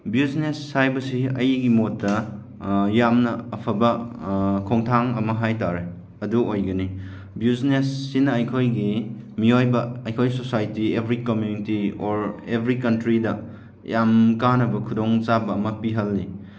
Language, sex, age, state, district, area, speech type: Manipuri, male, 30-45, Manipur, Chandel, rural, spontaneous